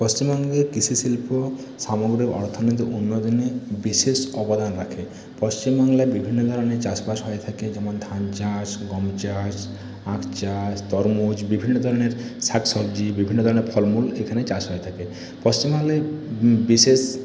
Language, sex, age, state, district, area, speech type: Bengali, male, 45-60, West Bengal, Purulia, urban, spontaneous